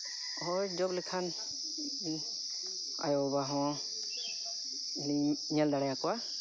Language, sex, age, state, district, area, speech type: Santali, male, 18-30, Jharkhand, Seraikela Kharsawan, rural, spontaneous